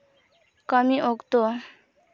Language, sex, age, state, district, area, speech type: Santali, female, 18-30, West Bengal, Purulia, rural, spontaneous